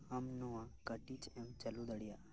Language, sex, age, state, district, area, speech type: Santali, male, 18-30, West Bengal, Birbhum, rural, read